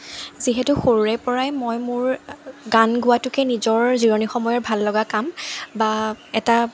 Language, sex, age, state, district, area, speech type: Assamese, female, 18-30, Assam, Jorhat, urban, spontaneous